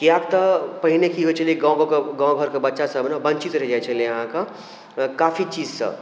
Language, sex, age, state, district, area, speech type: Maithili, male, 18-30, Bihar, Darbhanga, rural, spontaneous